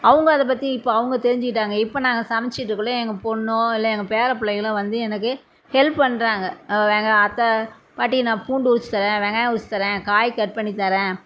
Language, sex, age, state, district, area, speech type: Tamil, female, 60+, Tamil Nadu, Salem, rural, spontaneous